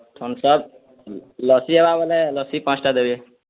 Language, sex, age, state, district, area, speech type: Odia, male, 18-30, Odisha, Bargarh, urban, conversation